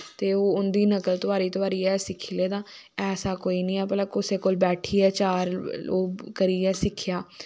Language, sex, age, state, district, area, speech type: Dogri, female, 18-30, Jammu and Kashmir, Samba, rural, spontaneous